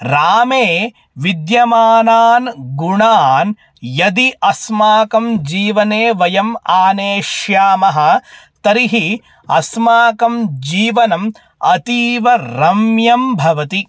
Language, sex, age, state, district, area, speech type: Sanskrit, male, 18-30, Karnataka, Bangalore Rural, urban, spontaneous